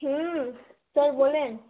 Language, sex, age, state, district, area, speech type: Bengali, female, 18-30, West Bengal, Malda, urban, conversation